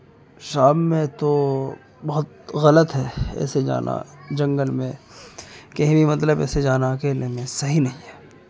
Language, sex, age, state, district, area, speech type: Urdu, male, 30-45, Uttar Pradesh, Muzaffarnagar, urban, spontaneous